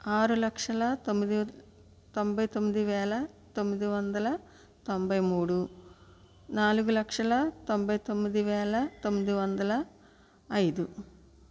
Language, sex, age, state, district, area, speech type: Telugu, female, 60+, Andhra Pradesh, West Godavari, rural, spontaneous